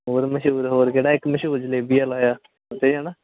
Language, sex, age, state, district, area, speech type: Punjabi, male, 18-30, Punjab, Hoshiarpur, urban, conversation